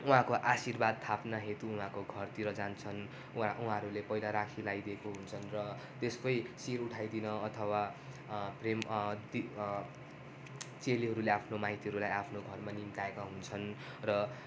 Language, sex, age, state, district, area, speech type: Nepali, male, 18-30, West Bengal, Darjeeling, rural, spontaneous